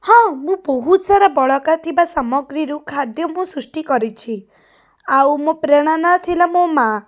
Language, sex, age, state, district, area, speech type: Odia, female, 30-45, Odisha, Puri, urban, spontaneous